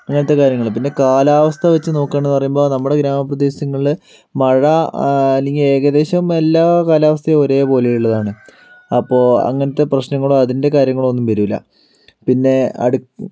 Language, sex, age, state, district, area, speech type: Malayalam, male, 45-60, Kerala, Palakkad, rural, spontaneous